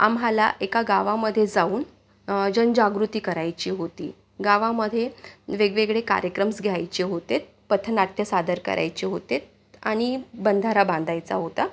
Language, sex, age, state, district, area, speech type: Marathi, female, 18-30, Maharashtra, Akola, urban, spontaneous